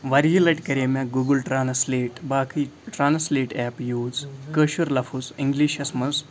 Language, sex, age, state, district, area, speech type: Kashmiri, male, 45-60, Jammu and Kashmir, Srinagar, urban, spontaneous